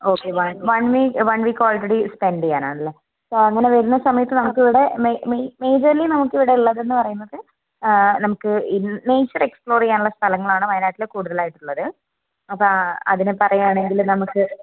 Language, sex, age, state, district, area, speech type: Malayalam, female, 18-30, Kerala, Wayanad, rural, conversation